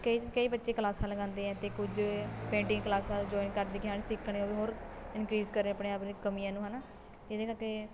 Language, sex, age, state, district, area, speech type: Punjabi, female, 18-30, Punjab, Shaheed Bhagat Singh Nagar, rural, spontaneous